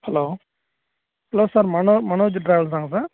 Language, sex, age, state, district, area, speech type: Tamil, male, 30-45, Tamil Nadu, Salem, urban, conversation